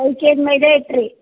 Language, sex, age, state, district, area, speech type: Kannada, female, 30-45, Karnataka, Gadag, rural, conversation